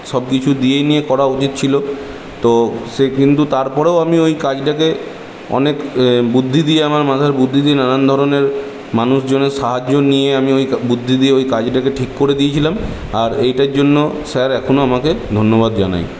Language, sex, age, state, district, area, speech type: Bengali, male, 18-30, West Bengal, Purulia, urban, spontaneous